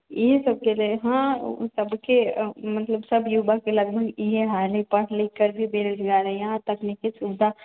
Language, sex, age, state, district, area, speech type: Maithili, female, 18-30, Bihar, Sitamarhi, rural, conversation